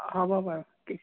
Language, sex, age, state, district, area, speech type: Assamese, female, 60+, Assam, Tinsukia, rural, conversation